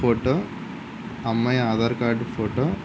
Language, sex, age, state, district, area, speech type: Telugu, male, 18-30, Andhra Pradesh, N T Rama Rao, urban, spontaneous